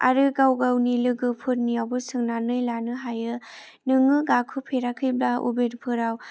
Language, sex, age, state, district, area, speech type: Bodo, female, 18-30, Assam, Chirang, rural, spontaneous